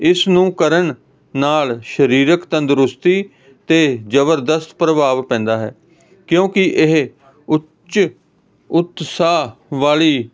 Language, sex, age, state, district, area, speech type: Punjabi, male, 45-60, Punjab, Hoshiarpur, urban, spontaneous